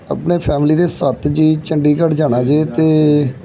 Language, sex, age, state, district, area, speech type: Punjabi, male, 30-45, Punjab, Gurdaspur, rural, spontaneous